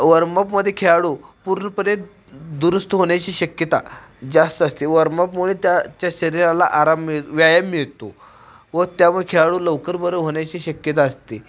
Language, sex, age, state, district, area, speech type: Marathi, male, 18-30, Maharashtra, Satara, urban, spontaneous